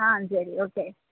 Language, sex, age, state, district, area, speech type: Tamil, female, 18-30, Tamil Nadu, Thoothukudi, rural, conversation